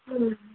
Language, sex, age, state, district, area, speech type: Hindi, female, 18-30, Madhya Pradesh, Indore, urban, conversation